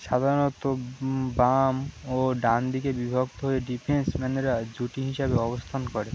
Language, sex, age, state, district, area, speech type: Bengali, male, 18-30, West Bengal, Birbhum, urban, read